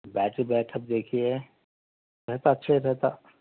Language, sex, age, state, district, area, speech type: Urdu, female, 45-60, Telangana, Hyderabad, urban, conversation